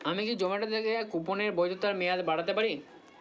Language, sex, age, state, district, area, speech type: Bengali, male, 45-60, West Bengal, Purba Bardhaman, urban, read